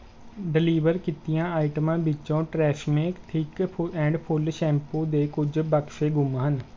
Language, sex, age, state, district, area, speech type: Punjabi, male, 18-30, Punjab, Rupnagar, rural, read